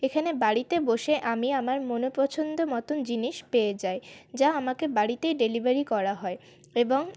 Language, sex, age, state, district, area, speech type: Bengali, female, 18-30, West Bengal, Paschim Bardhaman, urban, spontaneous